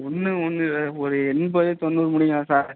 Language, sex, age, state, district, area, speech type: Tamil, male, 18-30, Tamil Nadu, Mayiladuthurai, urban, conversation